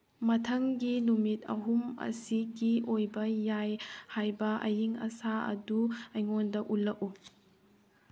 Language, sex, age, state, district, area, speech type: Manipuri, female, 30-45, Manipur, Tengnoupal, urban, read